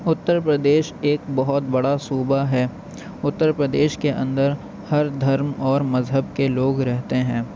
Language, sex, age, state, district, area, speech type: Urdu, male, 18-30, Uttar Pradesh, Aligarh, urban, spontaneous